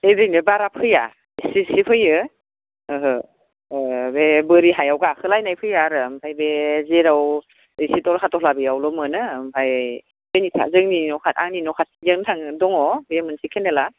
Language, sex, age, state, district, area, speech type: Bodo, female, 45-60, Assam, Udalguri, urban, conversation